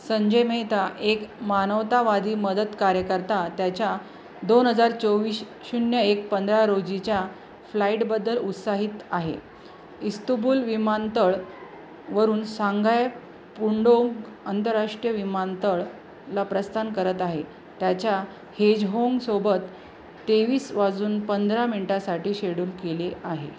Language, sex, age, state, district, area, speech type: Marathi, female, 30-45, Maharashtra, Jalna, urban, read